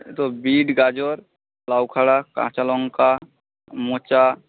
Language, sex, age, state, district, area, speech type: Bengali, male, 18-30, West Bengal, Jhargram, rural, conversation